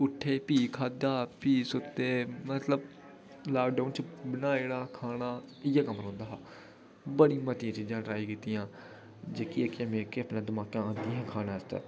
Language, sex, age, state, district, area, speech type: Dogri, male, 18-30, Jammu and Kashmir, Udhampur, rural, spontaneous